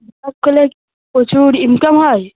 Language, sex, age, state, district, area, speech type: Bengali, female, 18-30, West Bengal, Dakshin Dinajpur, urban, conversation